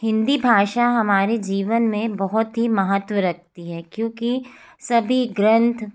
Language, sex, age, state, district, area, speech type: Hindi, female, 45-60, Madhya Pradesh, Jabalpur, urban, spontaneous